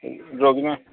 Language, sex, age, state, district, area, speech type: Odia, male, 45-60, Odisha, Sambalpur, rural, conversation